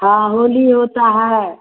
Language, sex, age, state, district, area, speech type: Hindi, female, 30-45, Bihar, Vaishali, rural, conversation